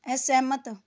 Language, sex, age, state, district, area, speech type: Punjabi, female, 30-45, Punjab, Amritsar, urban, read